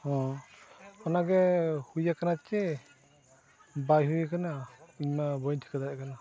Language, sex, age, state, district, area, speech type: Santali, male, 45-60, Odisha, Mayurbhanj, rural, spontaneous